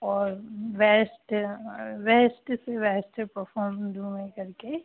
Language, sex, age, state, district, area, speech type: Hindi, female, 30-45, Madhya Pradesh, Chhindwara, urban, conversation